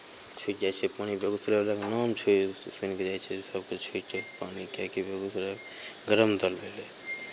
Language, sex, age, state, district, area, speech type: Maithili, male, 30-45, Bihar, Begusarai, urban, spontaneous